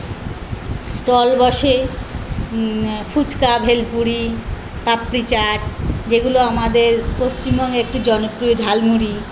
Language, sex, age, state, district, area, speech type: Bengali, female, 45-60, West Bengal, Kolkata, urban, spontaneous